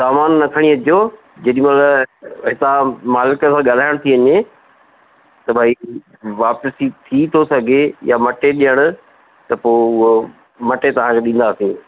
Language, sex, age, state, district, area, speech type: Sindhi, male, 45-60, Madhya Pradesh, Katni, urban, conversation